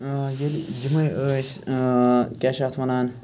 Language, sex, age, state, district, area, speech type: Kashmiri, male, 30-45, Jammu and Kashmir, Srinagar, urban, spontaneous